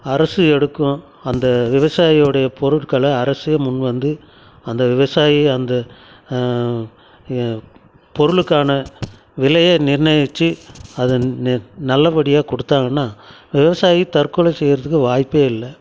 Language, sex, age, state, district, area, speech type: Tamil, male, 60+, Tamil Nadu, Krishnagiri, rural, spontaneous